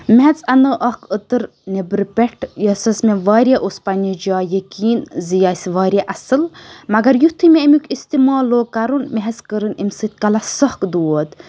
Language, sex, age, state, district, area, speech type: Kashmiri, female, 18-30, Jammu and Kashmir, Budgam, rural, spontaneous